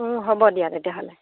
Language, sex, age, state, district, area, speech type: Assamese, female, 30-45, Assam, Lakhimpur, rural, conversation